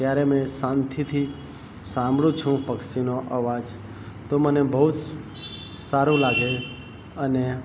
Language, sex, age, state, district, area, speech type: Gujarati, male, 30-45, Gujarat, Narmada, rural, spontaneous